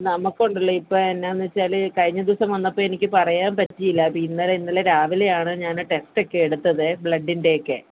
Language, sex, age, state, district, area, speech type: Malayalam, female, 30-45, Kerala, Idukki, rural, conversation